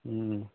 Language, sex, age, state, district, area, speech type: Manipuri, male, 18-30, Manipur, Kakching, rural, conversation